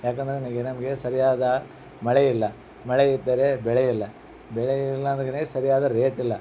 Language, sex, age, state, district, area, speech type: Kannada, male, 45-60, Karnataka, Bellary, rural, spontaneous